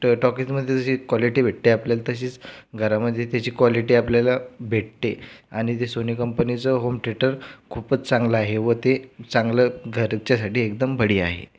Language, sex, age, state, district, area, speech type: Marathi, male, 18-30, Maharashtra, Buldhana, urban, spontaneous